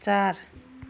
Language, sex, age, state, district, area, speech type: Nepali, female, 45-60, West Bengal, Darjeeling, rural, read